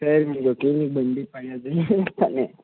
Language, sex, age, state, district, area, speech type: Kannada, male, 18-30, Karnataka, Mysore, rural, conversation